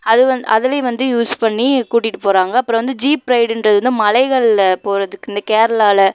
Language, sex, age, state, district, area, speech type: Tamil, female, 18-30, Tamil Nadu, Madurai, urban, spontaneous